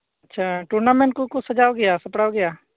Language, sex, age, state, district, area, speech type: Santali, male, 30-45, West Bengal, Birbhum, rural, conversation